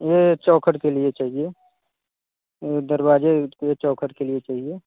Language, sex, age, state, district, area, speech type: Hindi, male, 30-45, Uttar Pradesh, Mirzapur, rural, conversation